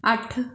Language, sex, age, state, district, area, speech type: Punjabi, female, 30-45, Punjab, Amritsar, urban, read